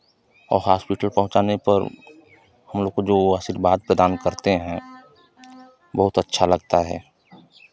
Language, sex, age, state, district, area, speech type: Hindi, male, 30-45, Uttar Pradesh, Chandauli, rural, spontaneous